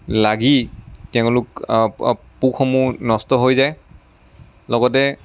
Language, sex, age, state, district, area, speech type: Assamese, male, 30-45, Assam, Lakhimpur, rural, spontaneous